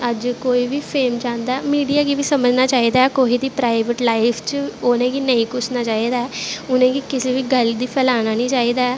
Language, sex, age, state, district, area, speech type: Dogri, female, 18-30, Jammu and Kashmir, Jammu, urban, spontaneous